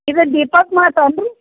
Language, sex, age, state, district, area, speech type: Kannada, female, 30-45, Karnataka, Gadag, rural, conversation